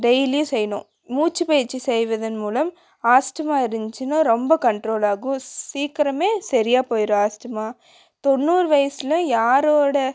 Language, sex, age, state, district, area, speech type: Tamil, female, 18-30, Tamil Nadu, Coimbatore, urban, spontaneous